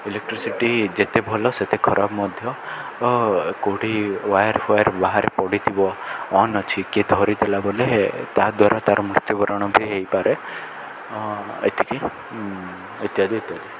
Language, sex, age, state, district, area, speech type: Odia, male, 18-30, Odisha, Koraput, urban, spontaneous